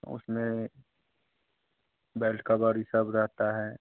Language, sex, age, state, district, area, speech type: Hindi, male, 30-45, Bihar, Samastipur, urban, conversation